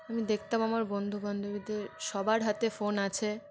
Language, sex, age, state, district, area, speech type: Bengali, female, 18-30, West Bengal, Birbhum, urban, spontaneous